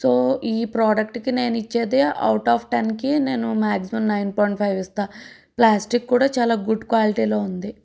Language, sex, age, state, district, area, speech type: Telugu, female, 30-45, Andhra Pradesh, N T Rama Rao, urban, spontaneous